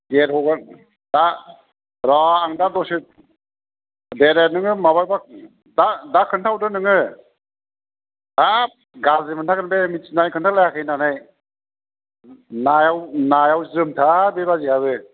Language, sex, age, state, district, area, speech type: Bodo, male, 45-60, Assam, Kokrajhar, rural, conversation